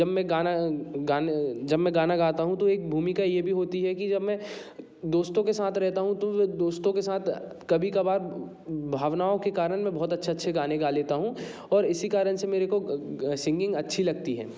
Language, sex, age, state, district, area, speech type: Hindi, male, 30-45, Madhya Pradesh, Jabalpur, urban, spontaneous